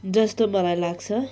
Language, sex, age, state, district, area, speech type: Nepali, female, 30-45, West Bengal, Kalimpong, rural, spontaneous